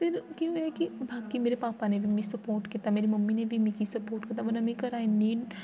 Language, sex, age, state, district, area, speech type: Dogri, female, 18-30, Jammu and Kashmir, Jammu, rural, spontaneous